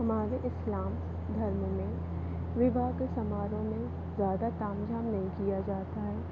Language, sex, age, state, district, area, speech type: Hindi, female, 18-30, Madhya Pradesh, Jabalpur, urban, spontaneous